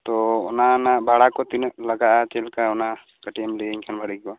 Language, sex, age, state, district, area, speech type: Santali, male, 30-45, West Bengal, Bankura, rural, conversation